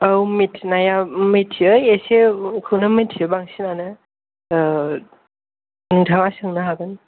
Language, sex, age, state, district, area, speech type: Bodo, male, 18-30, Assam, Kokrajhar, rural, conversation